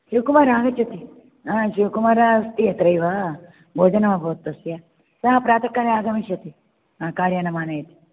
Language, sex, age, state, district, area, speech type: Sanskrit, female, 60+, Karnataka, Uttara Kannada, rural, conversation